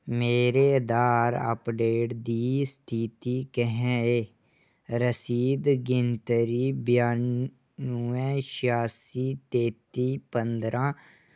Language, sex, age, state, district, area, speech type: Dogri, male, 18-30, Jammu and Kashmir, Kathua, rural, read